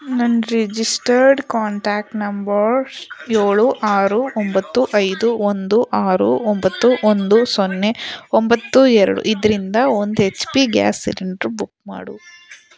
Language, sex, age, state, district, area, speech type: Kannada, female, 45-60, Karnataka, Chikkaballapur, rural, read